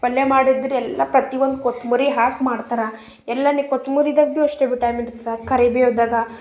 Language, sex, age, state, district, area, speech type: Kannada, female, 30-45, Karnataka, Bidar, urban, spontaneous